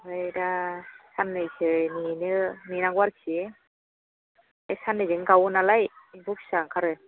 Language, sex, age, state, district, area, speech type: Bodo, female, 30-45, Assam, Kokrajhar, rural, conversation